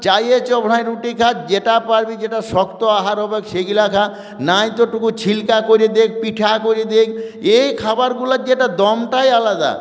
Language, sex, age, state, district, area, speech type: Bengali, male, 45-60, West Bengal, Purulia, urban, spontaneous